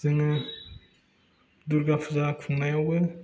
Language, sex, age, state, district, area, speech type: Bodo, male, 18-30, Assam, Udalguri, rural, spontaneous